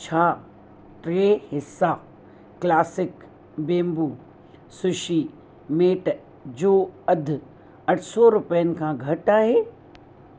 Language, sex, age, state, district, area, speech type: Sindhi, female, 45-60, Rajasthan, Ajmer, urban, read